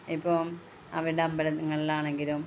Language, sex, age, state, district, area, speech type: Malayalam, female, 30-45, Kerala, Malappuram, rural, spontaneous